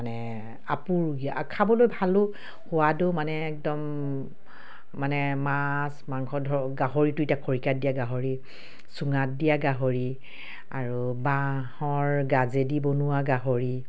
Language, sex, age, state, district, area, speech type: Assamese, female, 45-60, Assam, Dibrugarh, rural, spontaneous